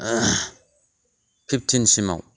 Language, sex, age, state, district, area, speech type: Bodo, male, 45-60, Assam, Chirang, urban, spontaneous